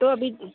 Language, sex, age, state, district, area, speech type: Hindi, female, 18-30, Uttar Pradesh, Prayagraj, urban, conversation